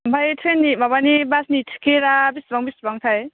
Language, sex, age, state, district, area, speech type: Bodo, female, 30-45, Assam, Chirang, urban, conversation